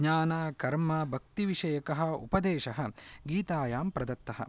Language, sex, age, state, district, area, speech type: Sanskrit, male, 18-30, Karnataka, Uttara Kannada, rural, spontaneous